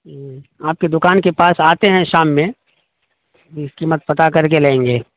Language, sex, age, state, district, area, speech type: Urdu, male, 45-60, Bihar, Supaul, rural, conversation